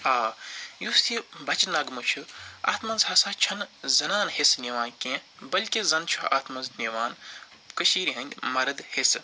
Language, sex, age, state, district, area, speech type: Kashmiri, male, 45-60, Jammu and Kashmir, Srinagar, urban, spontaneous